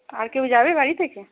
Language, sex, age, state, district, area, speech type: Bengali, female, 45-60, West Bengal, Hooghly, rural, conversation